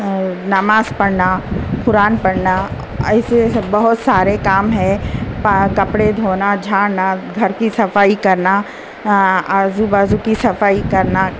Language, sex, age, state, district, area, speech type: Urdu, female, 60+, Telangana, Hyderabad, urban, spontaneous